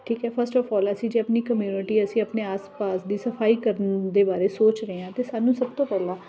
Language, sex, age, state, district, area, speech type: Punjabi, female, 30-45, Punjab, Ludhiana, urban, spontaneous